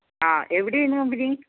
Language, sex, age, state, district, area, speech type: Malayalam, male, 18-30, Kerala, Wayanad, rural, conversation